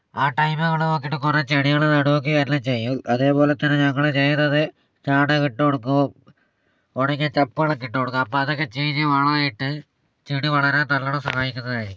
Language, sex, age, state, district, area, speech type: Malayalam, male, 18-30, Kerala, Wayanad, rural, spontaneous